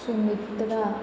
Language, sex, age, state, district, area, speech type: Goan Konkani, female, 18-30, Goa, Murmgao, rural, spontaneous